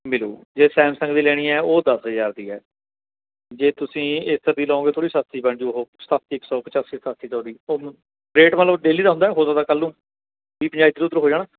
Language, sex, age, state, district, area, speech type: Punjabi, male, 45-60, Punjab, Barnala, urban, conversation